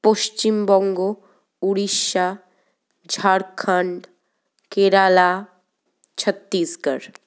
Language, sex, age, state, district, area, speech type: Bengali, female, 18-30, West Bengal, Paschim Bardhaman, urban, spontaneous